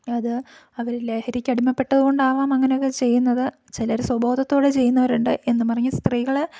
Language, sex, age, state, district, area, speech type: Malayalam, female, 18-30, Kerala, Idukki, rural, spontaneous